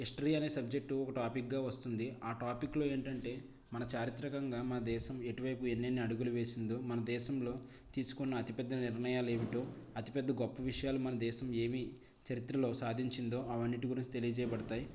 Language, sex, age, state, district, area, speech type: Telugu, male, 30-45, Andhra Pradesh, East Godavari, rural, spontaneous